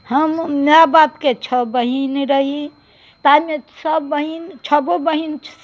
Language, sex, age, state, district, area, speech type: Maithili, female, 60+, Bihar, Muzaffarpur, rural, spontaneous